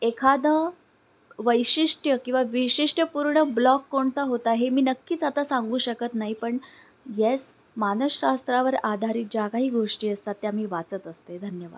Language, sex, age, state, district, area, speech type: Marathi, female, 18-30, Maharashtra, Pune, urban, spontaneous